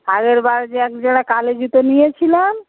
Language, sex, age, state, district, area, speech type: Bengali, female, 45-60, West Bengal, Uttar Dinajpur, urban, conversation